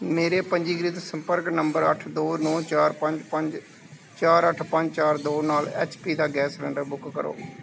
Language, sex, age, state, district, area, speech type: Punjabi, male, 45-60, Punjab, Gurdaspur, rural, read